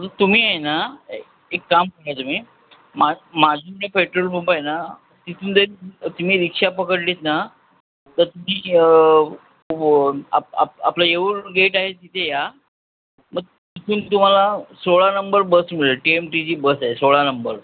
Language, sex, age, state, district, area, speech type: Marathi, male, 45-60, Maharashtra, Thane, rural, conversation